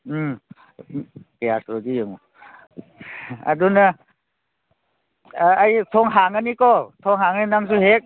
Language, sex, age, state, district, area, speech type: Manipuri, male, 45-60, Manipur, Kangpokpi, urban, conversation